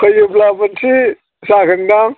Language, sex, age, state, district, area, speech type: Bodo, male, 60+, Assam, Chirang, rural, conversation